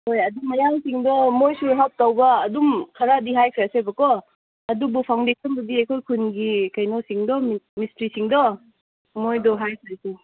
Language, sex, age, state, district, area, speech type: Manipuri, female, 18-30, Manipur, Senapati, rural, conversation